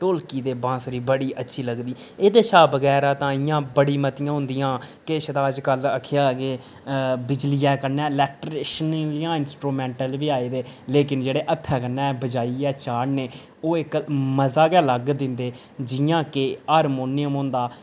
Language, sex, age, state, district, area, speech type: Dogri, male, 30-45, Jammu and Kashmir, Reasi, rural, spontaneous